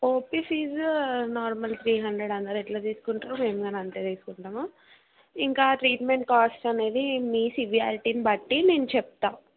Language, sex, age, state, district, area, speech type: Telugu, female, 18-30, Telangana, Nalgonda, rural, conversation